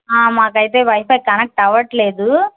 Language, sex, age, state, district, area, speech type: Telugu, female, 18-30, Andhra Pradesh, Bapatla, urban, conversation